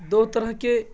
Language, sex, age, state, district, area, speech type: Urdu, male, 18-30, Bihar, Purnia, rural, spontaneous